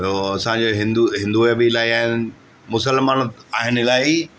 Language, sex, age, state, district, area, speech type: Sindhi, male, 45-60, Delhi, South Delhi, urban, spontaneous